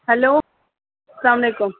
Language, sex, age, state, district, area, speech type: Kashmiri, female, 18-30, Jammu and Kashmir, Budgam, rural, conversation